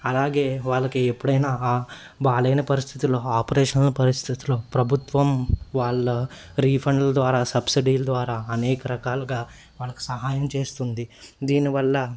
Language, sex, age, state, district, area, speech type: Telugu, male, 30-45, Andhra Pradesh, N T Rama Rao, urban, spontaneous